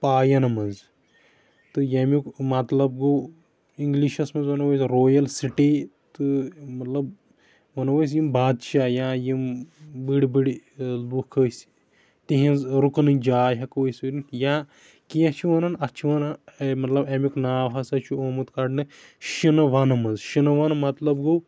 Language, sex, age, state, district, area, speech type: Kashmiri, male, 18-30, Jammu and Kashmir, Shopian, rural, spontaneous